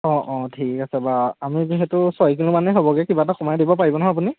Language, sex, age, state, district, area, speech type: Assamese, male, 18-30, Assam, Lakhimpur, rural, conversation